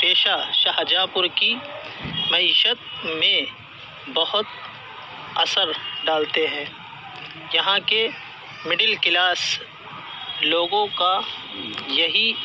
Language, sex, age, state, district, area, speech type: Urdu, male, 30-45, Uttar Pradesh, Shahjahanpur, urban, spontaneous